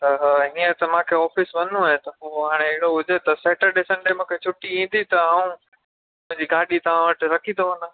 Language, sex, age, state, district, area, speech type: Sindhi, male, 30-45, Gujarat, Kutch, urban, conversation